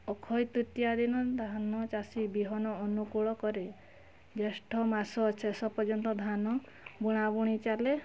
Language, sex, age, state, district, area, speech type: Odia, female, 45-60, Odisha, Mayurbhanj, rural, spontaneous